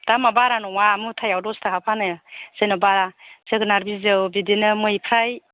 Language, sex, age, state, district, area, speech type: Bodo, female, 45-60, Assam, Chirang, rural, conversation